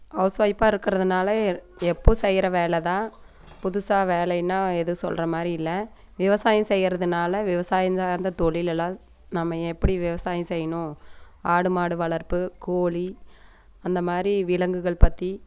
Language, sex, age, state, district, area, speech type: Tamil, female, 30-45, Tamil Nadu, Coimbatore, rural, spontaneous